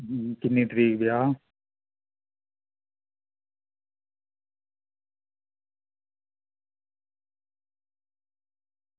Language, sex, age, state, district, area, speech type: Dogri, male, 30-45, Jammu and Kashmir, Reasi, rural, conversation